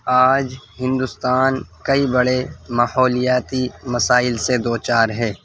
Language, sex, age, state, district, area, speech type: Urdu, male, 18-30, Delhi, North East Delhi, urban, spontaneous